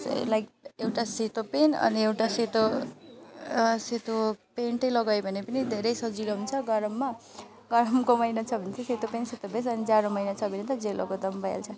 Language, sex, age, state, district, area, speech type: Nepali, female, 30-45, West Bengal, Alipurduar, rural, spontaneous